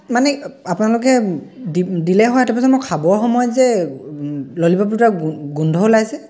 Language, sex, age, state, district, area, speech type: Assamese, male, 18-30, Assam, Dhemaji, rural, spontaneous